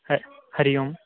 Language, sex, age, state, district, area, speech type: Sanskrit, male, 18-30, West Bengal, Purba Medinipur, rural, conversation